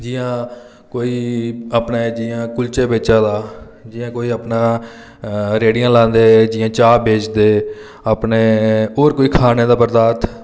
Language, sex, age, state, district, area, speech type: Dogri, male, 30-45, Jammu and Kashmir, Reasi, rural, spontaneous